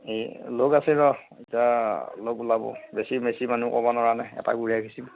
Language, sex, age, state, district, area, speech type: Assamese, male, 60+, Assam, Darrang, rural, conversation